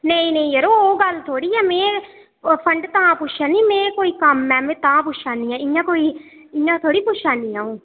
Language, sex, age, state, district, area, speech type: Dogri, female, 18-30, Jammu and Kashmir, Udhampur, rural, conversation